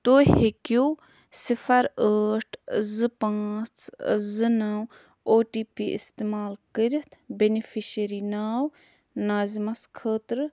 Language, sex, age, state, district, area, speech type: Kashmiri, female, 30-45, Jammu and Kashmir, Budgam, rural, read